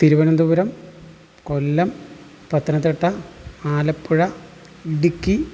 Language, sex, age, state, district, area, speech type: Malayalam, male, 30-45, Kerala, Alappuzha, rural, spontaneous